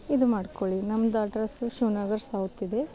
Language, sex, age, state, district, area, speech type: Kannada, female, 30-45, Karnataka, Bidar, urban, spontaneous